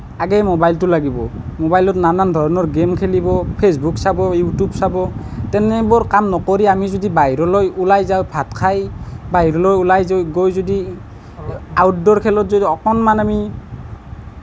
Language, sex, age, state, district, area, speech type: Assamese, male, 18-30, Assam, Nalbari, rural, spontaneous